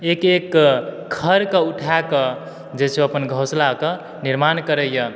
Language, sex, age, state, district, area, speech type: Maithili, male, 18-30, Bihar, Supaul, rural, spontaneous